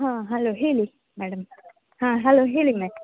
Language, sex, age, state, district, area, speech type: Kannada, female, 30-45, Karnataka, Shimoga, rural, conversation